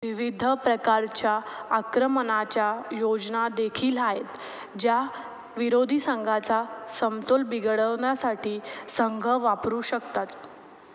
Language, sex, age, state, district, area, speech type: Marathi, female, 18-30, Maharashtra, Mumbai Suburban, urban, read